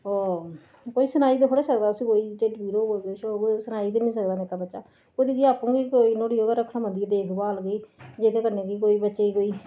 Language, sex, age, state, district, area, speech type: Dogri, female, 45-60, Jammu and Kashmir, Reasi, rural, spontaneous